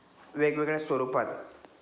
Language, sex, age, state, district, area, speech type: Marathi, male, 18-30, Maharashtra, Ahmednagar, rural, spontaneous